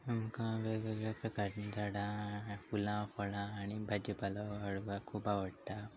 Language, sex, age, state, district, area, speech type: Goan Konkani, male, 30-45, Goa, Quepem, rural, spontaneous